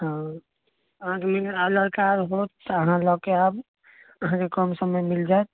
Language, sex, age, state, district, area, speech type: Maithili, male, 18-30, Bihar, Samastipur, rural, conversation